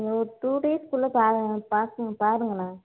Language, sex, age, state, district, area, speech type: Tamil, female, 30-45, Tamil Nadu, Tiruvarur, rural, conversation